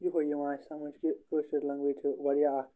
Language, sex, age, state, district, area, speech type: Kashmiri, male, 30-45, Jammu and Kashmir, Bandipora, rural, spontaneous